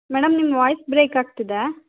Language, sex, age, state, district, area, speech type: Kannada, female, 30-45, Karnataka, Hassan, rural, conversation